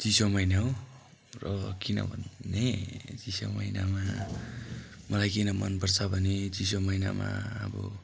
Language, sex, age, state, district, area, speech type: Nepali, male, 30-45, West Bengal, Darjeeling, rural, spontaneous